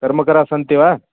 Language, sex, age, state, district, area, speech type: Sanskrit, male, 45-60, Karnataka, Vijayapura, urban, conversation